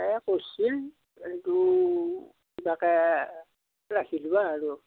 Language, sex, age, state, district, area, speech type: Assamese, male, 45-60, Assam, Darrang, rural, conversation